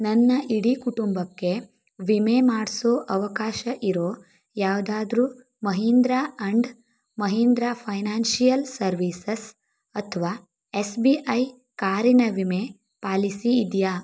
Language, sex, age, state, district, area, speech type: Kannada, female, 30-45, Karnataka, Shimoga, rural, read